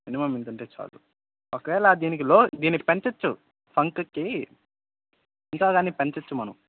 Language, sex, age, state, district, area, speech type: Telugu, male, 18-30, Andhra Pradesh, Eluru, urban, conversation